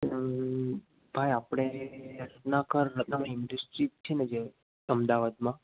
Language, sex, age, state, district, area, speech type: Gujarati, male, 18-30, Gujarat, Ahmedabad, rural, conversation